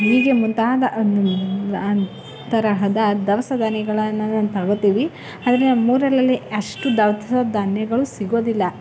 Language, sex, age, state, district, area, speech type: Kannada, female, 18-30, Karnataka, Chamarajanagar, rural, spontaneous